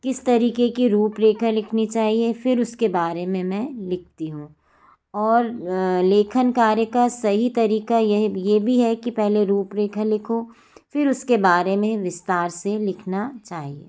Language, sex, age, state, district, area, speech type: Hindi, female, 45-60, Madhya Pradesh, Jabalpur, urban, spontaneous